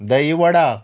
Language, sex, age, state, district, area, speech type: Goan Konkani, male, 45-60, Goa, Murmgao, rural, spontaneous